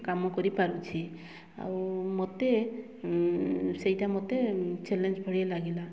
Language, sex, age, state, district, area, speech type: Odia, female, 30-45, Odisha, Mayurbhanj, rural, spontaneous